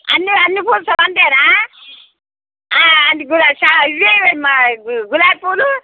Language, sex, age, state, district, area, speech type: Telugu, female, 60+, Telangana, Jagtial, rural, conversation